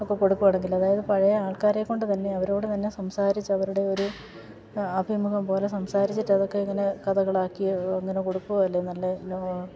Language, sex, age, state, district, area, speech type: Malayalam, female, 45-60, Kerala, Idukki, rural, spontaneous